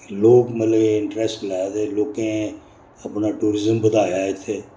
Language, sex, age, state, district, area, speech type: Dogri, male, 60+, Jammu and Kashmir, Reasi, urban, spontaneous